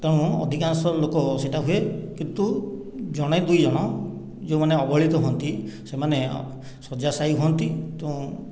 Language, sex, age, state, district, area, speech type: Odia, male, 60+, Odisha, Khordha, rural, spontaneous